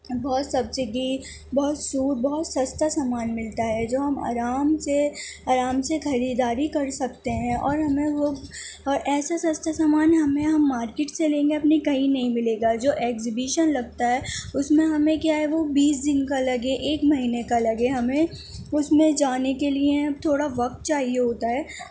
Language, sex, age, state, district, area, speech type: Urdu, female, 18-30, Delhi, Central Delhi, urban, spontaneous